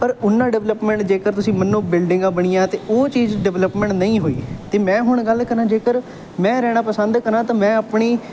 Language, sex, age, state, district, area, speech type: Punjabi, male, 18-30, Punjab, Bathinda, urban, spontaneous